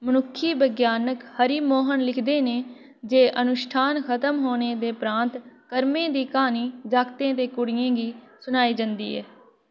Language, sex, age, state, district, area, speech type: Dogri, female, 18-30, Jammu and Kashmir, Udhampur, rural, read